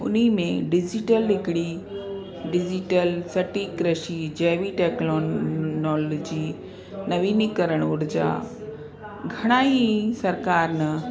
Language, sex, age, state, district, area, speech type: Sindhi, female, 45-60, Uttar Pradesh, Lucknow, urban, spontaneous